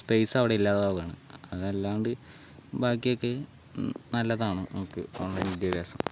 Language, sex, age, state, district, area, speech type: Malayalam, male, 30-45, Kerala, Palakkad, rural, spontaneous